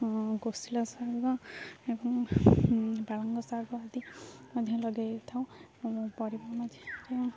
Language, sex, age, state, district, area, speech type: Odia, female, 18-30, Odisha, Jagatsinghpur, rural, spontaneous